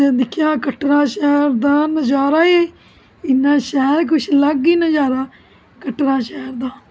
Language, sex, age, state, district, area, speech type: Dogri, female, 30-45, Jammu and Kashmir, Jammu, urban, spontaneous